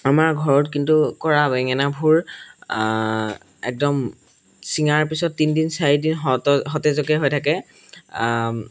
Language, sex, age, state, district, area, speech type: Assamese, male, 18-30, Assam, Golaghat, rural, spontaneous